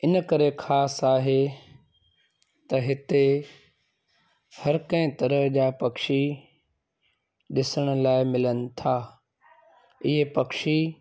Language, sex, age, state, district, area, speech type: Sindhi, male, 45-60, Gujarat, Junagadh, rural, spontaneous